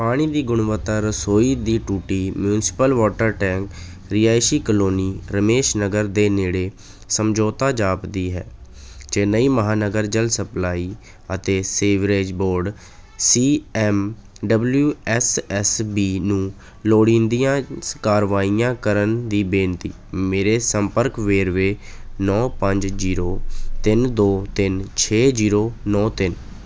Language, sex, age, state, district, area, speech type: Punjabi, male, 18-30, Punjab, Ludhiana, rural, read